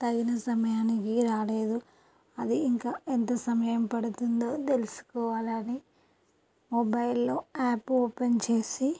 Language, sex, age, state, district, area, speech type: Telugu, female, 30-45, Telangana, Karimnagar, rural, spontaneous